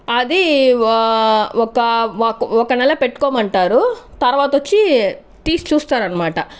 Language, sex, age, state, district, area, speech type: Telugu, female, 30-45, Andhra Pradesh, Sri Balaji, rural, spontaneous